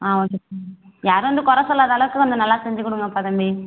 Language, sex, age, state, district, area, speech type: Tamil, female, 18-30, Tamil Nadu, Ariyalur, rural, conversation